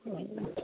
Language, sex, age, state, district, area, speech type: Malayalam, male, 30-45, Kerala, Thiruvananthapuram, urban, conversation